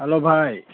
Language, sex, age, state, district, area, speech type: Manipuri, male, 18-30, Manipur, Tengnoupal, rural, conversation